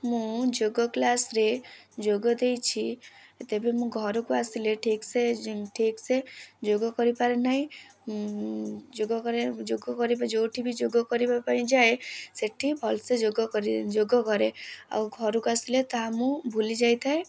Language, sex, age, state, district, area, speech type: Odia, female, 18-30, Odisha, Kendrapara, urban, spontaneous